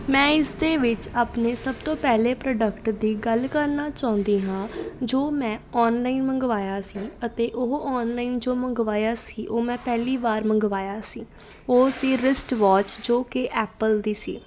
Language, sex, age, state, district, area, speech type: Punjabi, female, 18-30, Punjab, Fatehgarh Sahib, rural, spontaneous